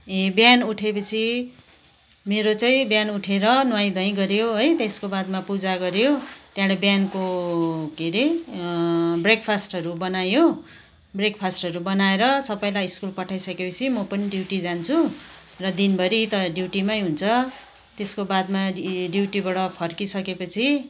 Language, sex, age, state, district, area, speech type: Nepali, female, 45-60, West Bengal, Kalimpong, rural, spontaneous